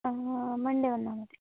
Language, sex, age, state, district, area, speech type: Malayalam, female, 18-30, Kerala, Kasaragod, rural, conversation